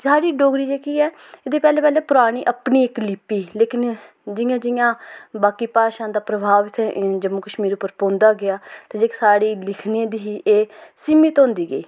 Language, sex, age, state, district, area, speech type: Dogri, female, 18-30, Jammu and Kashmir, Udhampur, rural, spontaneous